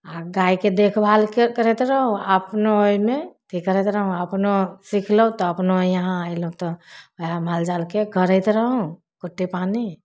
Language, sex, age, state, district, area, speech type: Maithili, female, 30-45, Bihar, Samastipur, rural, spontaneous